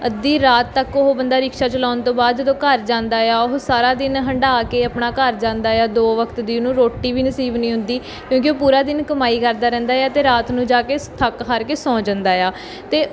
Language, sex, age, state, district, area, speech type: Punjabi, female, 18-30, Punjab, Mohali, urban, spontaneous